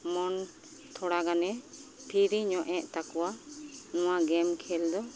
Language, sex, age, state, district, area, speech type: Santali, female, 30-45, West Bengal, Uttar Dinajpur, rural, spontaneous